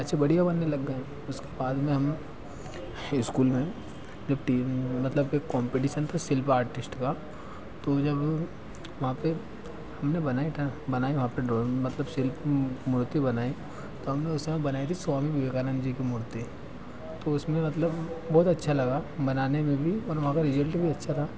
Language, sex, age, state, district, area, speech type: Hindi, male, 18-30, Madhya Pradesh, Harda, urban, spontaneous